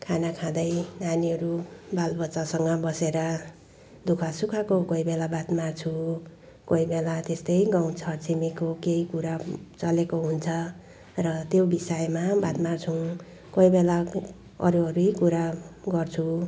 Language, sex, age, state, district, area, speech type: Nepali, female, 60+, West Bengal, Jalpaiguri, rural, spontaneous